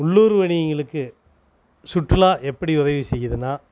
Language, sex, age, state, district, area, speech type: Tamil, male, 45-60, Tamil Nadu, Namakkal, rural, spontaneous